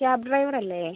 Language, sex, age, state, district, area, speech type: Malayalam, female, 30-45, Kerala, Wayanad, rural, conversation